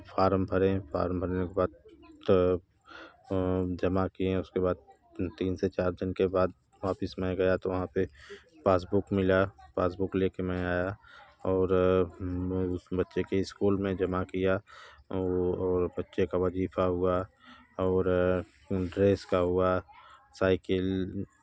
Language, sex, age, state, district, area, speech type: Hindi, male, 30-45, Uttar Pradesh, Bhadohi, rural, spontaneous